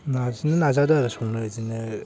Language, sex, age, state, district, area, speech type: Bodo, male, 18-30, Assam, Baksa, rural, spontaneous